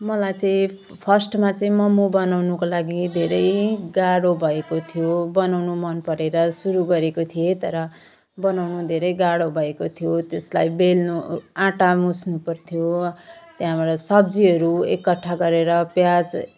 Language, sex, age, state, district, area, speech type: Nepali, female, 30-45, West Bengal, Jalpaiguri, rural, spontaneous